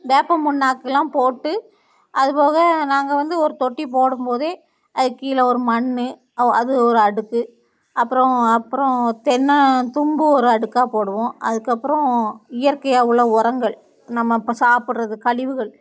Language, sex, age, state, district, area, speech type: Tamil, female, 45-60, Tamil Nadu, Thoothukudi, rural, spontaneous